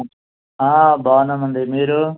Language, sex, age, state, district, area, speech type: Telugu, male, 30-45, Andhra Pradesh, Kurnool, rural, conversation